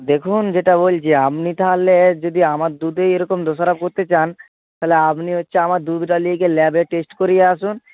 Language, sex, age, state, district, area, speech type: Bengali, male, 60+, West Bengal, Purba Medinipur, rural, conversation